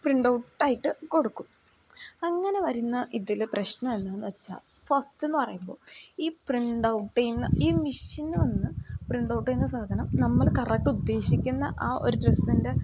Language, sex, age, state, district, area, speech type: Malayalam, female, 18-30, Kerala, Idukki, rural, spontaneous